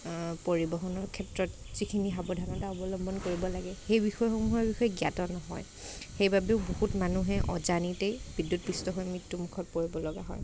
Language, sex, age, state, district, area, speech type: Assamese, female, 30-45, Assam, Morigaon, rural, spontaneous